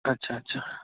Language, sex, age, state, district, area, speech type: Gujarati, male, 30-45, Gujarat, Surat, urban, conversation